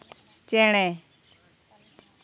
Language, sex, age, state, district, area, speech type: Santali, female, 30-45, West Bengal, Jhargram, rural, read